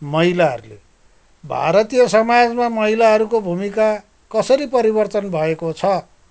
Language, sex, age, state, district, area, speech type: Nepali, male, 60+, West Bengal, Kalimpong, rural, spontaneous